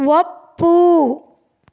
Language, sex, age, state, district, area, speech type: Kannada, female, 30-45, Karnataka, Shimoga, rural, read